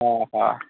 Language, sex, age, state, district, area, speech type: Marathi, male, 60+, Maharashtra, Nagpur, rural, conversation